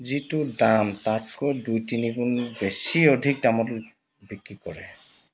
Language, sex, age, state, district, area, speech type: Assamese, male, 45-60, Assam, Dibrugarh, rural, spontaneous